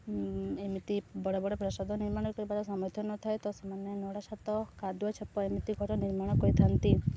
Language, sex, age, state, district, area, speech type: Odia, female, 18-30, Odisha, Subarnapur, urban, spontaneous